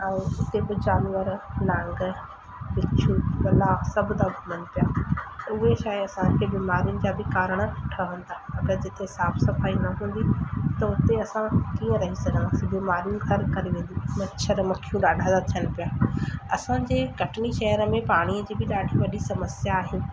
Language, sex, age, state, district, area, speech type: Sindhi, male, 45-60, Madhya Pradesh, Katni, urban, spontaneous